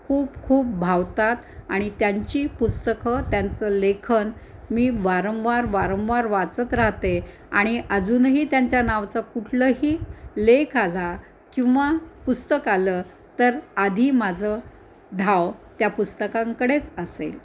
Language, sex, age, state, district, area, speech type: Marathi, female, 60+, Maharashtra, Nanded, urban, spontaneous